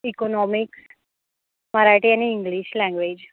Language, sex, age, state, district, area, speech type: Marathi, female, 18-30, Maharashtra, Gondia, rural, conversation